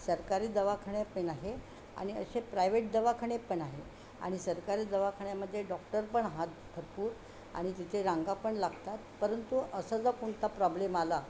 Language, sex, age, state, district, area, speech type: Marathi, female, 60+, Maharashtra, Yavatmal, urban, spontaneous